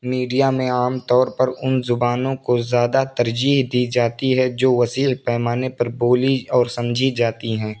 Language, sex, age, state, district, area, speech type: Urdu, male, 18-30, Uttar Pradesh, Balrampur, rural, spontaneous